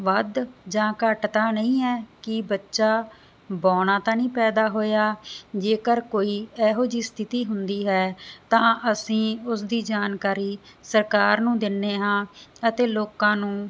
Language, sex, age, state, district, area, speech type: Punjabi, female, 30-45, Punjab, Muktsar, urban, spontaneous